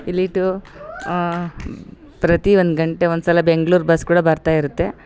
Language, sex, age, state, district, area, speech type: Kannada, female, 45-60, Karnataka, Vijayanagara, rural, spontaneous